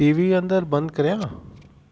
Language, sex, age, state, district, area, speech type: Sindhi, male, 45-60, Delhi, South Delhi, urban, read